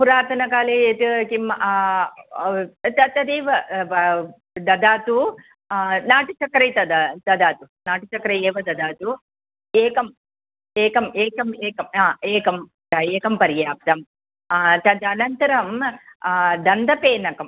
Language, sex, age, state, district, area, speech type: Sanskrit, female, 60+, Tamil Nadu, Chennai, urban, conversation